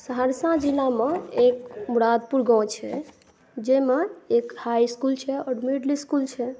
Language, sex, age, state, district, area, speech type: Maithili, female, 30-45, Bihar, Saharsa, rural, spontaneous